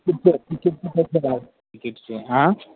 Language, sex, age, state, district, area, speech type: Marathi, male, 18-30, Maharashtra, Washim, urban, conversation